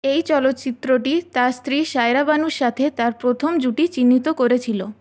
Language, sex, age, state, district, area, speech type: Bengali, female, 18-30, West Bengal, Purulia, urban, read